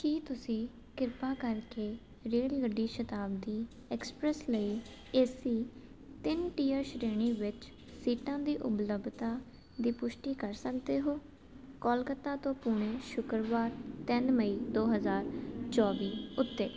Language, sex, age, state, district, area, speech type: Punjabi, female, 18-30, Punjab, Jalandhar, urban, read